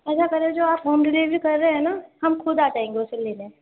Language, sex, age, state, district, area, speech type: Urdu, female, 18-30, Uttar Pradesh, Ghaziabad, rural, conversation